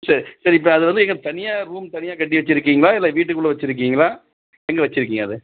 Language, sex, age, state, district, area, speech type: Tamil, male, 45-60, Tamil Nadu, Dharmapuri, urban, conversation